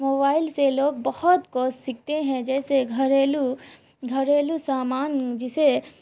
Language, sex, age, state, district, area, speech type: Urdu, female, 18-30, Bihar, Supaul, rural, spontaneous